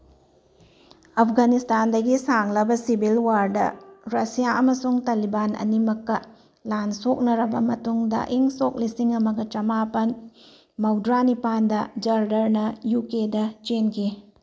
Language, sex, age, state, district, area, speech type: Manipuri, female, 45-60, Manipur, Tengnoupal, rural, read